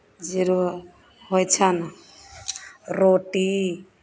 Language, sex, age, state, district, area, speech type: Maithili, female, 30-45, Bihar, Begusarai, rural, spontaneous